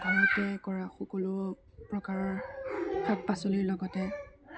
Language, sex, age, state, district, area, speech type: Assamese, female, 60+, Assam, Darrang, rural, spontaneous